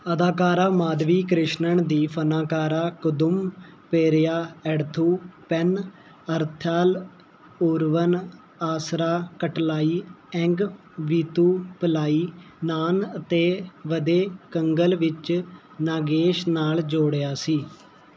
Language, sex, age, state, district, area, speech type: Punjabi, male, 18-30, Punjab, Mohali, urban, read